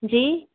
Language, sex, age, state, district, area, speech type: Hindi, female, 45-60, Uttar Pradesh, Mau, urban, conversation